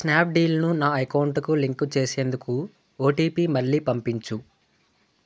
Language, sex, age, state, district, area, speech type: Telugu, male, 18-30, Telangana, Sangareddy, urban, read